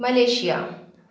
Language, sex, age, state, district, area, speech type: Marathi, female, 18-30, Maharashtra, Akola, urban, spontaneous